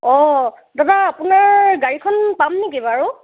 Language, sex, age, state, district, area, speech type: Assamese, female, 45-60, Assam, Golaghat, urban, conversation